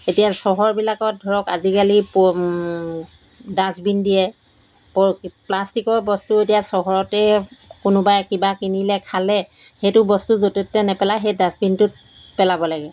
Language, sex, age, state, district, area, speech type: Assamese, female, 45-60, Assam, Golaghat, urban, spontaneous